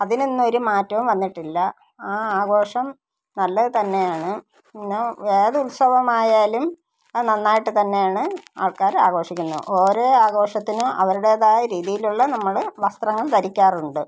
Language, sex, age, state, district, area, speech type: Malayalam, female, 45-60, Kerala, Thiruvananthapuram, rural, spontaneous